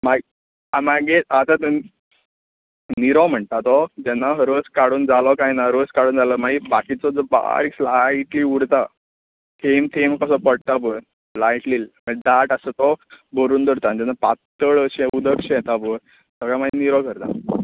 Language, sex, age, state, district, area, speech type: Goan Konkani, male, 18-30, Goa, Tiswadi, rural, conversation